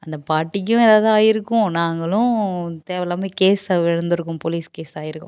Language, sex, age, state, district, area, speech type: Tamil, female, 30-45, Tamil Nadu, Mayiladuthurai, urban, spontaneous